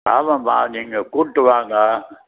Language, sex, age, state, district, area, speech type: Tamil, male, 60+, Tamil Nadu, Krishnagiri, rural, conversation